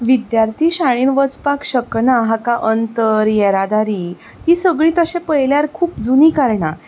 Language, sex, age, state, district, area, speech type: Goan Konkani, female, 30-45, Goa, Ponda, rural, spontaneous